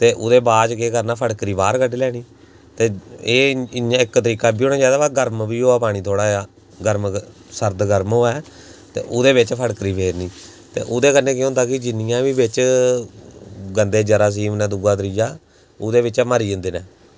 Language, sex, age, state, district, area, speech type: Dogri, male, 18-30, Jammu and Kashmir, Samba, rural, spontaneous